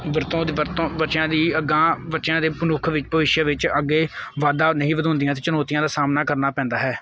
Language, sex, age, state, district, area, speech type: Punjabi, male, 18-30, Punjab, Kapurthala, urban, spontaneous